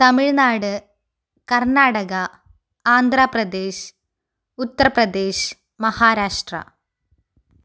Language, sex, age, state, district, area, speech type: Malayalam, female, 18-30, Kerala, Malappuram, rural, spontaneous